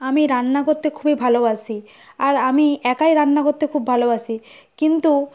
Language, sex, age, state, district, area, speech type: Bengali, female, 60+, West Bengal, Nadia, rural, spontaneous